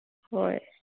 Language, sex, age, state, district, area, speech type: Manipuri, female, 45-60, Manipur, Kangpokpi, urban, conversation